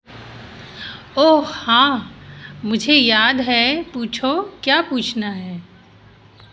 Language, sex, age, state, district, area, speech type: Hindi, female, 30-45, Madhya Pradesh, Chhindwara, urban, read